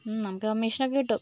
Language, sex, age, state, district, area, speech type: Malayalam, female, 30-45, Kerala, Kozhikode, urban, spontaneous